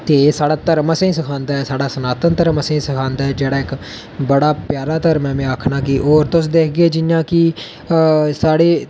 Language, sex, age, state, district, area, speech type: Dogri, male, 18-30, Jammu and Kashmir, Reasi, rural, spontaneous